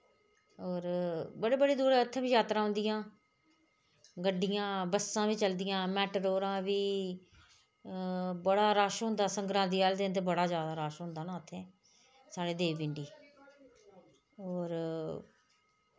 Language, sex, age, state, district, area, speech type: Dogri, female, 30-45, Jammu and Kashmir, Reasi, rural, spontaneous